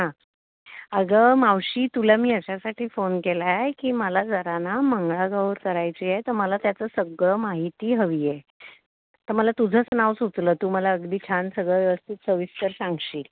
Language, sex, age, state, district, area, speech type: Marathi, female, 30-45, Maharashtra, Palghar, urban, conversation